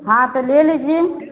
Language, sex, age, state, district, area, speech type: Hindi, female, 45-60, Uttar Pradesh, Mau, urban, conversation